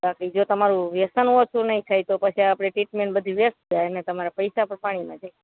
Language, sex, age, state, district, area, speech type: Gujarati, female, 45-60, Gujarat, Morbi, urban, conversation